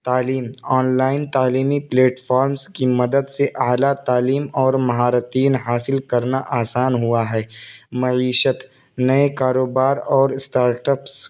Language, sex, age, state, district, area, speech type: Urdu, male, 18-30, Uttar Pradesh, Balrampur, rural, spontaneous